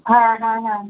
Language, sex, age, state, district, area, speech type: Bengali, female, 45-60, West Bengal, Birbhum, urban, conversation